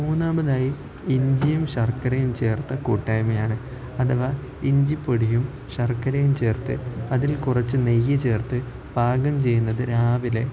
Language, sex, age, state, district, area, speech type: Malayalam, male, 18-30, Kerala, Kozhikode, rural, spontaneous